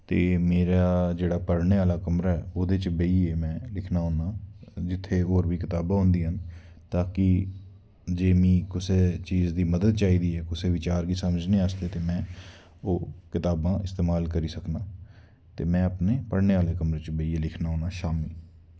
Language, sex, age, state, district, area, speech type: Dogri, male, 30-45, Jammu and Kashmir, Udhampur, rural, spontaneous